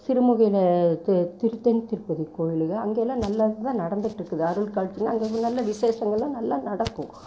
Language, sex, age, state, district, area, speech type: Tamil, female, 60+, Tamil Nadu, Coimbatore, rural, spontaneous